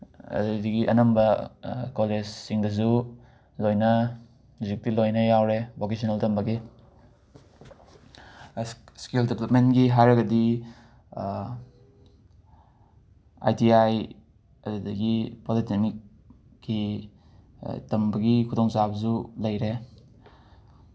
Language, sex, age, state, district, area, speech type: Manipuri, male, 45-60, Manipur, Imphal West, urban, spontaneous